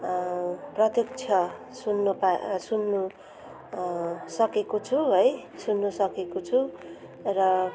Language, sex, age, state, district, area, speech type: Nepali, female, 45-60, West Bengal, Jalpaiguri, urban, spontaneous